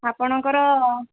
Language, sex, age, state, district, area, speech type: Odia, female, 30-45, Odisha, Sambalpur, rural, conversation